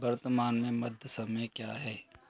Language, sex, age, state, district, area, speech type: Hindi, male, 45-60, Madhya Pradesh, Betul, rural, read